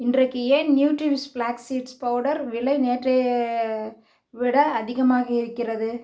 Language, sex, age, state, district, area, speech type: Tamil, female, 45-60, Tamil Nadu, Dharmapuri, urban, read